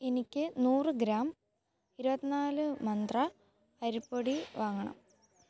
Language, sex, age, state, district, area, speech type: Malayalam, female, 18-30, Kerala, Kottayam, rural, read